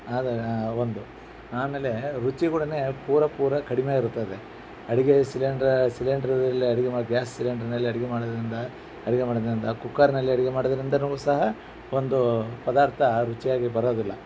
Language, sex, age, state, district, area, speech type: Kannada, male, 45-60, Karnataka, Bellary, rural, spontaneous